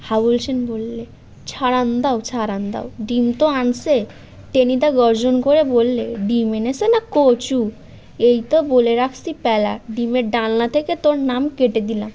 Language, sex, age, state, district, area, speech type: Bengali, female, 18-30, West Bengal, Birbhum, urban, spontaneous